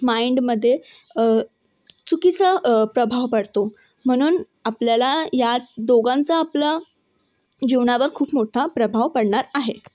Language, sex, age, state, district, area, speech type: Marathi, female, 18-30, Maharashtra, Thane, urban, spontaneous